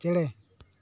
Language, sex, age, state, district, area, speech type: Santali, male, 45-60, West Bengal, Bankura, rural, read